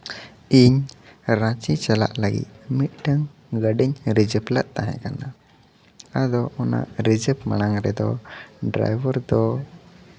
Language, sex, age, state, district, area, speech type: Santali, male, 18-30, Jharkhand, Seraikela Kharsawan, rural, spontaneous